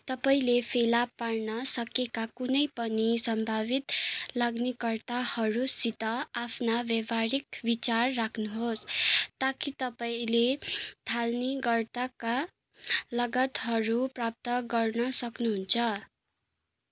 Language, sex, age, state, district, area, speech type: Nepali, female, 18-30, West Bengal, Kalimpong, rural, read